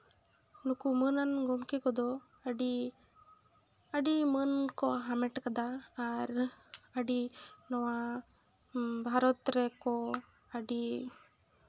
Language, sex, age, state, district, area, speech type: Santali, female, 18-30, West Bengal, Jhargram, rural, spontaneous